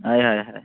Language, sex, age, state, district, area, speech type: Dogri, male, 18-30, Jammu and Kashmir, Kathua, rural, conversation